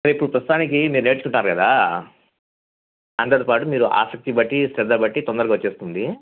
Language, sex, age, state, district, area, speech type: Telugu, male, 45-60, Andhra Pradesh, Nellore, urban, conversation